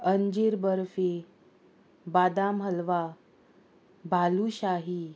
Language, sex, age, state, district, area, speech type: Goan Konkani, female, 18-30, Goa, Murmgao, rural, spontaneous